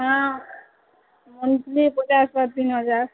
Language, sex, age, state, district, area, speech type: Odia, female, 18-30, Odisha, Subarnapur, urban, conversation